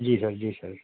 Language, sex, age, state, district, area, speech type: Urdu, male, 60+, Delhi, South Delhi, urban, conversation